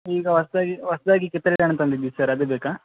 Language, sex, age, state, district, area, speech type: Kannada, male, 18-30, Karnataka, Gadag, rural, conversation